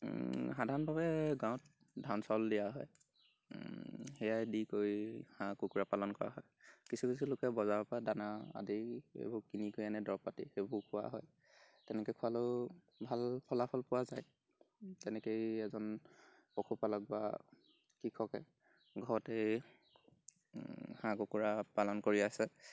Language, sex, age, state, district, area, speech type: Assamese, male, 18-30, Assam, Golaghat, rural, spontaneous